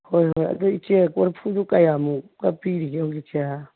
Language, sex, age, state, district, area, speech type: Manipuri, female, 60+, Manipur, Imphal East, rural, conversation